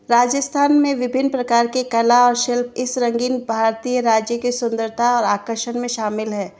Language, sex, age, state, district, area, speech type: Hindi, female, 30-45, Rajasthan, Jaipur, urban, spontaneous